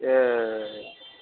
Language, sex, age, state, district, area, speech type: Bodo, male, 60+, Assam, Chirang, rural, conversation